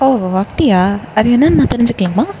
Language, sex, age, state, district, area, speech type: Tamil, female, 18-30, Tamil Nadu, Tenkasi, urban, read